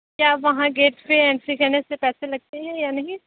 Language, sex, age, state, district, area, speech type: Hindi, female, 30-45, Uttar Pradesh, Sonbhadra, rural, conversation